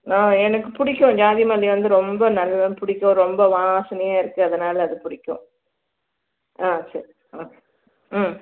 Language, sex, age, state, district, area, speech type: Tamil, female, 45-60, Tamil Nadu, Tirupattur, rural, conversation